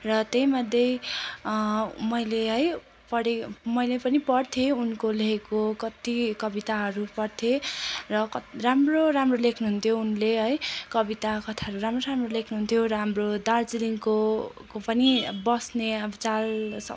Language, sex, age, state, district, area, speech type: Nepali, female, 18-30, West Bengal, Darjeeling, rural, spontaneous